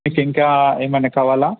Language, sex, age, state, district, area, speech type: Telugu, male, 18-30, Telangana, Hyderabad, urban, conversation